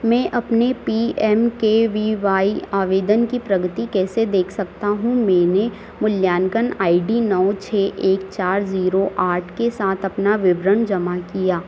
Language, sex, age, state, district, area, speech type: Hindi, female, 18-30, Madhya Pradesh, Harda, urban, read